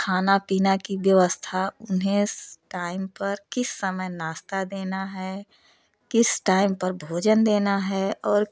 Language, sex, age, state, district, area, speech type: Hindi, female, 30-45, Uttar Pradesh, Prayagraj, urban, spontaneous